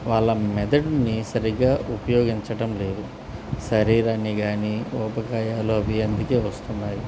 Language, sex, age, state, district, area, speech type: Telugu, male, 30-45, Andhra Pradesh, Anakapalli, rural, spontaneous